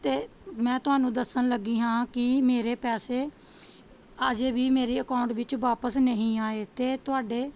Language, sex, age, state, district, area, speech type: Punjabi, female, 30-45, Punjab, Pathankot, rural, spontaneous